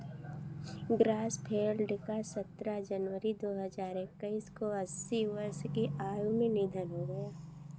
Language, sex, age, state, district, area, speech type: Hindi, female, 60+, Uttar Pradesh, Ayodhya, urban, read